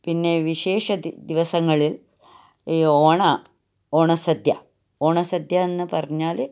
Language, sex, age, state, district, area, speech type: Malayalam, female, 60+, Kerala, Kasaragod, rural, spontaneous